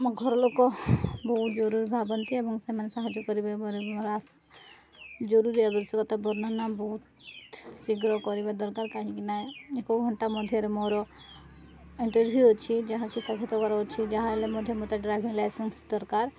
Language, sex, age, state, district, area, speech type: Odia, female, 30-45, Odisha, Koraput, urban, spontaneous